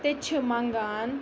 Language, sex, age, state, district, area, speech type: Kashmiri, female, 18-30, Jammu and Kashmir, Ganderbal, rural, spontaneous